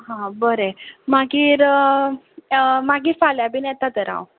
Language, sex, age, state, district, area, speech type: Goan Konkani, female, 45-60, Goa, Ponda, rural, conversation